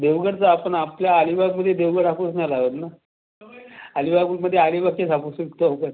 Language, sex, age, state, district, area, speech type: Marathi, male, 45-60, Maharashtra, Raigad, rural, conversation